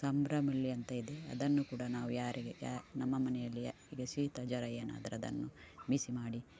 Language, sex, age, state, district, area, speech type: Kannada, female, 45-60, Karnataka, Udupi, rural, spontaneous